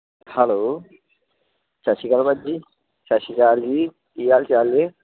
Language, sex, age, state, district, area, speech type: Punjabi, male, 18-30, Punjab, Gurdaspur, urban, conversation